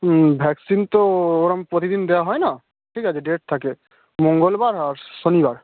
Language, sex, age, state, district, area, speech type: Bengali, male, 18-30, West Bengal, Howrah, urban, conversation